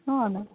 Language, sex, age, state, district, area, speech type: Odia, female, 18-30, Odisha, Mayurbhanj, rural, conversation